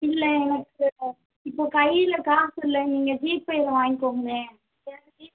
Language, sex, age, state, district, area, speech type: Tamil, female, 18-30, Tamil Nadu, Madurai, urban, conversation